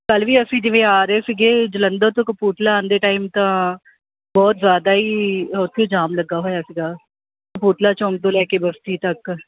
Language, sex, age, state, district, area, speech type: Punjabi, female, 30-45, Punjab, Kapurthala, urban, conversation